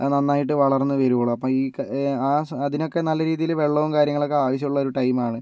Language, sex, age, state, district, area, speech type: Malayalam, male, 60+, Kerala, Kozhikode, urban, spontaneous